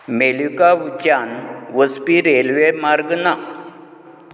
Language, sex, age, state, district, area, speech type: Goan Konkani, male, 60+, Goa, Canacona, rural, read